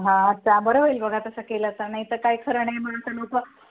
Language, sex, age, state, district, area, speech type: Marathi, female, 45-60, Maharashtra, Nanded, rural, conversation